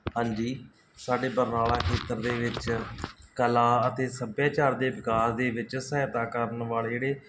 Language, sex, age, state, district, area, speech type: Punjabi, male, 45-60, Punjab, Barnala, rural, spontaneous